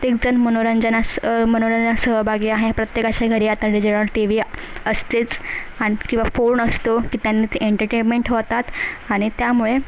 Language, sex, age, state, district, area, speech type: Marathi, female, 18-30, Maharashtra, Thane, urban, spontaneous